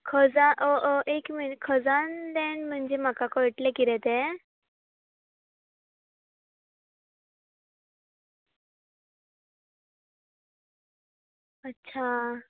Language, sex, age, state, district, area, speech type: Goan Konkani, female, 18-30, Goa, Bardez, urban, conversation